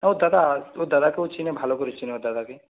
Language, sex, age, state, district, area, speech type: Bengali, male, 18-30, West Bengal, Purulia, rural, conversation